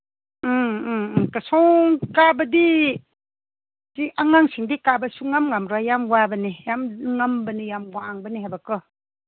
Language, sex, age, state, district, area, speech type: Manipuri, female, 60+, Manipur, Ukhrul, rural, conversation